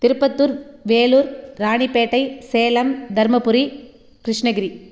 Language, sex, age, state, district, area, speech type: Tamil, female, 30-45, Tamil Nadu, Tirupattur, rural, spontaneous